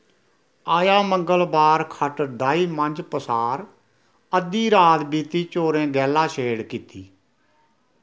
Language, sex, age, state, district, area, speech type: Dogri, male, 60+, Jammu and Kashmir, Reasi, rural, spontaneous